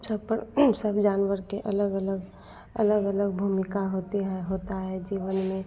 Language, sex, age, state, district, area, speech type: Hindi, female, 18-30, Bihar, Madhepura, rural, spontaneous